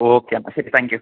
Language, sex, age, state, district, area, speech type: Malayalam, male, 18-30, Kerala, Idukki, rural, conversation